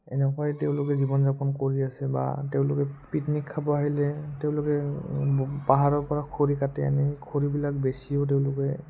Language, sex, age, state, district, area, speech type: Assamese, male, 18-30, Assam, Udalguri, rural, spontaneous